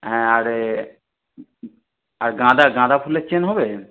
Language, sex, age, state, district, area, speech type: Bengali, male, 30-45, West Bengal, Darjeeling, rural, conversation